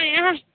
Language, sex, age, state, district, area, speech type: Maithili, female, 18-30, Bihar, Samastipur, rural, conversation